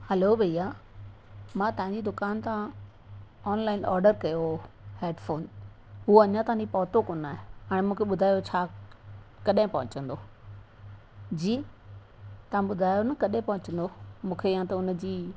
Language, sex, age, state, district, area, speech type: Sindhi, female, 60+, Rajasthan, Ajmer, urban, spontaneous